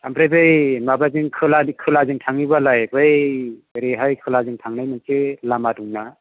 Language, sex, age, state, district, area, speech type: Bodo, male, 30-45, Assam, Chirang, rural, conversation